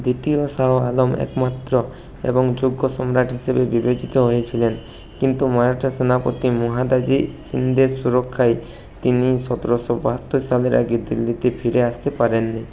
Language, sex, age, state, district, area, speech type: Bengali, male, 30-45, West Bengal, Purulia, urban, read